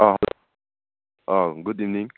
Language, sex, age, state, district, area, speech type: Manipuri, male, 30-45, Manipur, Churachandpur, rural, conversation